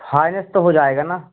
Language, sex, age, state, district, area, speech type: Hindi, male, 30-45, Madhya Pradesh, Seoni, urban, conversation